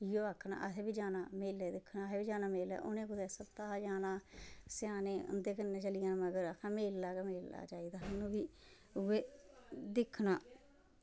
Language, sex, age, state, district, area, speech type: Dogri, female, 30-45, Jammu and Kashmir, Samba, rural, spontaneous